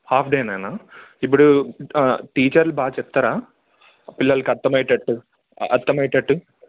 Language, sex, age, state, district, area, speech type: Telugu, male, 18-30, Andhra Pradesh, Annamaya, rural, conversation